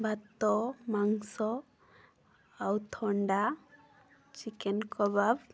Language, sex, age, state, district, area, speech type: Odia, female, 18-30, Odisha, Mayurbhanj, rural, spontaneous